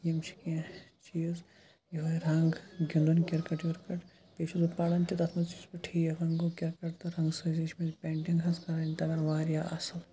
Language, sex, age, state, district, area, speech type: Kashmiri, male, 18-30, Jammu and Kashmir, Shopian, rural, spontaneous